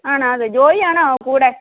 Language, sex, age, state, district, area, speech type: Malayalam, female, 45-60, Kerala, Kottayam, urban, conversation